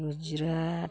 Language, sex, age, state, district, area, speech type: Santali, female, 45-60, West Bengal, Purulia, rural, spontaneous